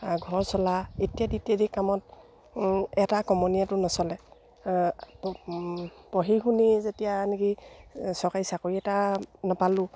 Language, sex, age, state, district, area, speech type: Assamese, female, 45-60, Assam, Dibrugarh, rural, spontaneous